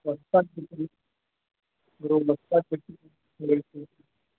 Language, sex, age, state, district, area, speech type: Kannada, male, 18-30, Karnataka, Bangalore Urban, urban, conversation